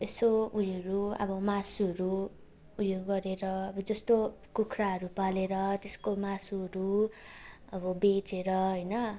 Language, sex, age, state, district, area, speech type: Nepali, female, 18-30, West Bengal, Darjeeling, rural, spontaneous